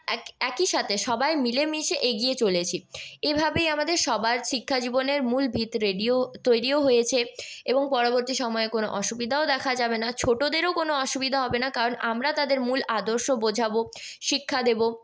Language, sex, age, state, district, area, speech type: Bengali, female, 18-30, West Bengal, Purulia, urban, spontaneous